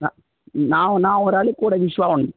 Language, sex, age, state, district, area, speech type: Tamil, male, 18-30, Tamil Nadu, Cuddalore, rural, conversation